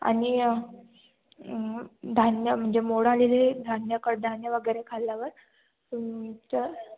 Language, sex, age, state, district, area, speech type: Marathi, female, 18-30, Maharashtra, Ratnagiri, rural, conversation